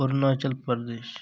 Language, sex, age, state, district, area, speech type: Kashmiri, male, 18-30, Jammu and Kashmir, Shopian, rural, spontaneous